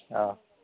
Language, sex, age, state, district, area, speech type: Bodo, male, 30-45, Assam, Kokrajhar, rural, conversation